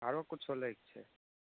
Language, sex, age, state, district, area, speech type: Maithili, male, 18-30, Bihar, Begusarai, rural, conversation